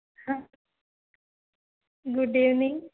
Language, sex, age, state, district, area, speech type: Gujarati, female, 30-45, Gujarat, Rajkot, urban, conversation